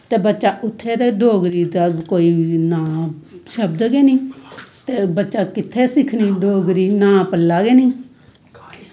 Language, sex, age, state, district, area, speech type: Dogri, female, 45-60, Jammu and Kashmir, Samba, rural, spontaneous